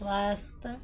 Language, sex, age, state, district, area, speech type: Hindi, female, 45-60, Madhya Pradesh, Narsinghpur, rural, read